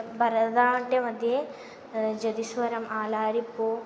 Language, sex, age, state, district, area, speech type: Sanskrit, female, 18-30, Kerala, Kannur, rural, spontaneous